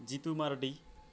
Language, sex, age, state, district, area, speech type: Santali, male, 18-30, West Bengal, Birbhum, rural, spontaneous